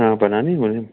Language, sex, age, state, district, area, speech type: Hindi, male, 30-45, Madhya Pradesh, Ujjain, urban, conversation